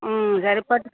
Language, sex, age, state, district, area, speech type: Telugu, female, 45-60, Andhra Pradesh, Bapatla, urban, conversation